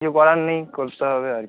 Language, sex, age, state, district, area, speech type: Bengali, male, 30-45, West Bengal, Kolkata, urban, conversation